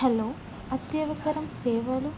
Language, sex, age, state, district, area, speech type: Telugu, female, 18-30, Telangana, Kamareddy, urban, spontaneous